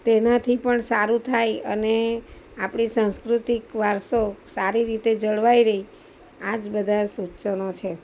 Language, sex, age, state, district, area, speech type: Gujarati, female, 45-60, Gujarat, Valsad, rural, spontaneous